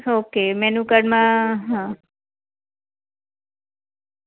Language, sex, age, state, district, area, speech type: Gujarati, female, 30-45, Gujarat, Anand, urban, conversation